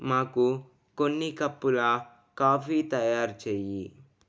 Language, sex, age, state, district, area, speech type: Telugu, male, 18-30, Telangana, Ranga Reddy, urban, read